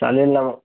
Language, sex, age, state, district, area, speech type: Marathi, male, 18-30, Maharashtra, Buldhana, rural, conversation